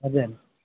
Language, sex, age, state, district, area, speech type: Nepali, male, 18-30, West Bengal, Alipurduar, rural, conversation